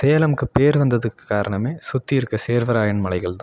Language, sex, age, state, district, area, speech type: Tamil, male, 18-30, Tamil Nadu, Salem, rural, spontaneous